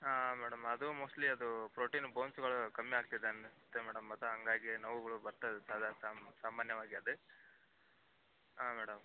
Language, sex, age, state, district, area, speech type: Kannada, male, 18-30, Karnataka, Koppal, urban, conversation